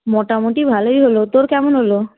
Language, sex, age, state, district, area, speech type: Bengali, female, 18-30, West Bengal, Paschim Medinipur, rural, conversation